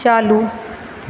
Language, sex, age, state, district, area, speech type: Hindi, female, 30-45, Madhya Pradesh, Hoshangabad, rural, read